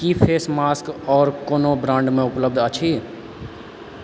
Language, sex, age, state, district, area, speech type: Maithili, male, 18-30, Bihar, Purnia, rural, read